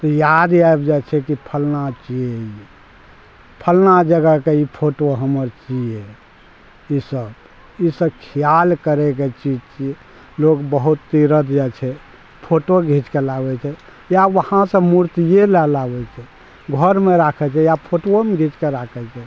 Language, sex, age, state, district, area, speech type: Maithili, male, 60+, Bihar, Araria, rural, spontaneous